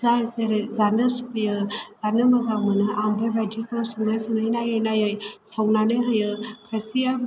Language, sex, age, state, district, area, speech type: Bodo, female, 18-30, Assam, Chirang, rural, spontaneous